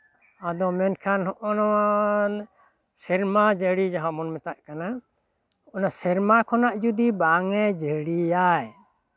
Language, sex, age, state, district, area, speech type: Santali, male, 60+, West Bengal, Bankura, rural, spontaneous